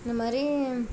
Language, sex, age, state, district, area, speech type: Tamil, female, 45-60, Tamil Nadu, Tiruvarur, urban, spontaneous